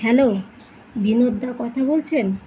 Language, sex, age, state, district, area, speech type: Bengali, female, 45-60, West Bengal, Kolkata, urban, spontaneous